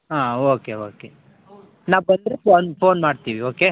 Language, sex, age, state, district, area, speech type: Kannada, male, 18-30, Karnataka, Chitradurga, rural, conversation